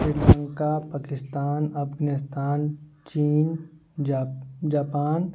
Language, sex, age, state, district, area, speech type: Maithili, male, 18-30, Bihar, Sitamarhi, rural, spontaneous